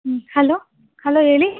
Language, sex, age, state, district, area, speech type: Kannada, female, 18-30, Karnataka, Bellary, urban, conversation